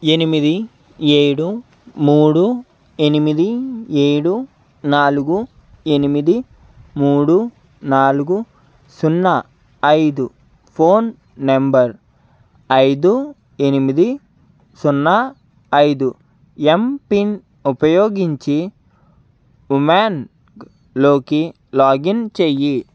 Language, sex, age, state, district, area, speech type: Telugu, male, 18-30, Andhra Pradesh, Konaseema, rural, read